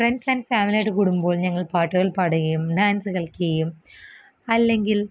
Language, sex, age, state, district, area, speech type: Malayalam, female, 18-30, Kerala, Ernakulam, rural, spontaneous